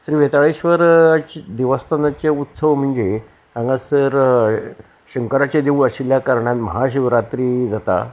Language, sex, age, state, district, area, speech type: Goan Konkani, male, 60+, Goa, Salcete, rural, spontaneous